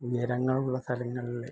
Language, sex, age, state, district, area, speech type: Malayalam, male, 60+, Kerala, Malappuram, rural, spontaneous